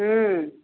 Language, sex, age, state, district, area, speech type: Maithili, female, 45-60, Bihar, Samastipur, rural, conversation